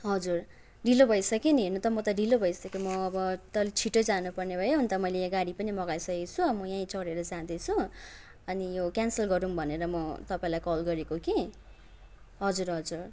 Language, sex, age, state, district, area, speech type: Nepali, female, 18-30, West Bengal, Darjeeling, rural, spontaneous